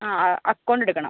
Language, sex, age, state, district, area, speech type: Malayalam, female, 45-60, Kerala, Kozhikode, urban, conversation